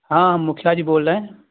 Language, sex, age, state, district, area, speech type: Urdu, male, 18-30, Bihar, Purnia, rural, conversation